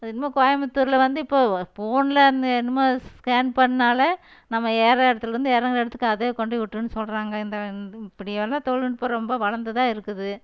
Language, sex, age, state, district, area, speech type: Tamil, female, 60+, Tamil Nadu, Erode, rural, spontaneous